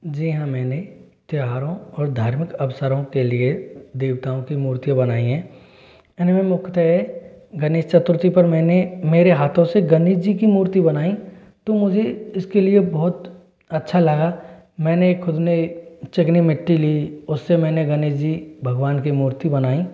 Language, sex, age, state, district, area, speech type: Hindi, male, 45-60, Rajasthan, Jaipur, urban, spontaneous